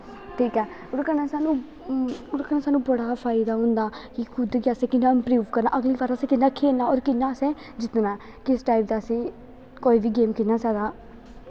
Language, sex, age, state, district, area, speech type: Dogri, female, 18-30, Jammu and Kashmir, Kathua, rural, spontaneous